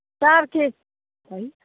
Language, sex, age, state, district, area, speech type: Nepali, female, 30-45, West Bengal, Kalimpong, rural, conversation